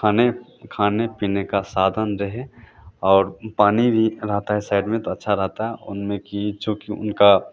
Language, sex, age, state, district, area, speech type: Hindi, male, 30-45, Bihar, Madhepura, rural, spontaneous